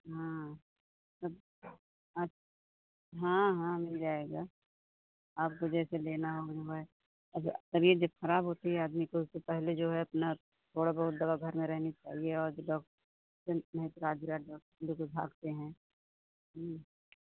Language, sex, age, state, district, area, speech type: Hindi, female, 30-45, Uttar Pradesh, Pratapgarh, rural, conversation